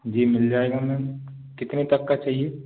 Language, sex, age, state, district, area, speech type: Hindi, male, 18-30, Madhya Pradesh, Gwalior, rural, conversation